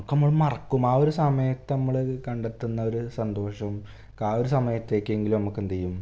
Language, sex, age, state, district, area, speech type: Malayalam, male, 18-30, Kerala, Malappuram, rural, spontaneous